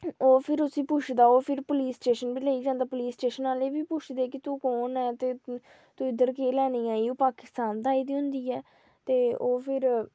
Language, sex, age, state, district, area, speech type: Dogri, female, 18-30, Jammu and Kashmir, Jammu, rural, spontaneous